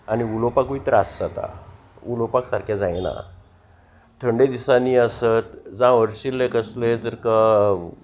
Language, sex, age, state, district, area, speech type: Goan Konkani, male, 60+, Goa, Salcete, rural, spontaneous